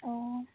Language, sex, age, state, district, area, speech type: Assamese, female, 18-30, Assam, Tinsukia, rural, conversation